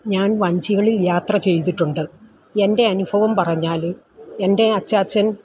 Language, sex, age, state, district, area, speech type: Malayalam, female, 60+, Kerala, Alappuzha, rural, spontaneous